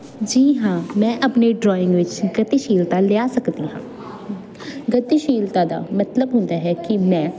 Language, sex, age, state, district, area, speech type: Punjabi, female, 18-30, Punjab, Jalandhar, urban, spontaneous